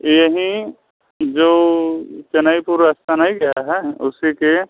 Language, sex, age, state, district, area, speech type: Hindi, male, 30-45, Uttar Pradesh, Mirzapur, rural, conversation